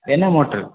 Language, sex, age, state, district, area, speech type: Tamil, male, 30-45, Tamil Nadu, Sivaganga, rural, conversation